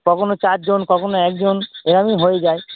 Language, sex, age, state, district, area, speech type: Bengali, male, 30-45, West Bengal, North 24 Parganas, urban, conversation